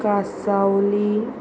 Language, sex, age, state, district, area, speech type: Goan Konkani, female, 30-45, Goa, Murmgao, urban, spontaneous